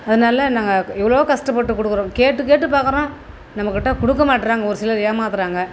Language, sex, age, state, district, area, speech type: Tamil, female, 60+, Tamil Nadu, Tiruvannamalai, rural, spontaneous